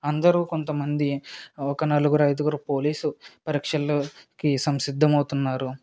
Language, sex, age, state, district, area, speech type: Telugu, male, 18-30, Andhra Pradesh, Eluru, rural, spontaneous